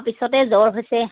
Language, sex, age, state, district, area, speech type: Assamese, female, 30-45, Assam, Dibrugarh, rural, conversation